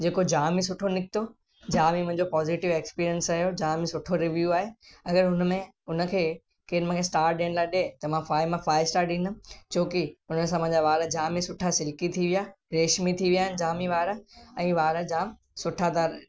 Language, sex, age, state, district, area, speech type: Sindhi, male, 18-30, Gujarat, Kutch, rural, spontaneous